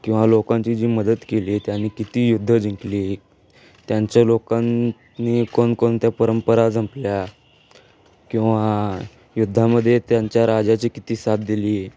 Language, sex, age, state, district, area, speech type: Marathi, male, 18-30, Maharashtra, Sangli, urban, spontaneous